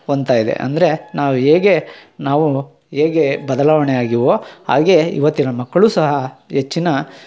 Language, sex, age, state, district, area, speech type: Kannada, male, 45-60, Karnataka, Chikkamagaluru, rural, spontaneous